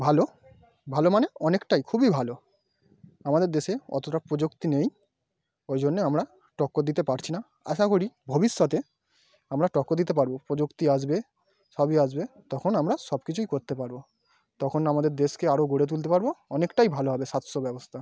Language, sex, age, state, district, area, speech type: Bengali, male, 18-30, West Bengal, Howrah, urban, spontaneous